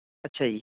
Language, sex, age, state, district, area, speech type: Punjabi, male, 30-45, Punjab, Muktsar, urban, conversation